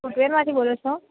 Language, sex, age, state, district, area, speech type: Gujarati, female, 18-30, Gujarat, Valsad, rural, conversation